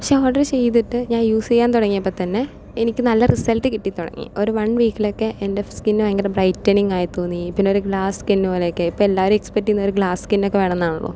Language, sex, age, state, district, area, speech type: Malayalam, female, 18-30, Kerala, Palakkad, rural, spontaneous